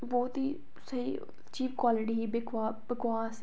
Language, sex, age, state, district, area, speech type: Dogri, female, 18-30, Jammu and Kashmir, Reasi, urban, spontaneous